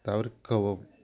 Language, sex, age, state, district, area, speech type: Tamil, male, 45-60, Tamil Nadu, Coimbatore, rural, read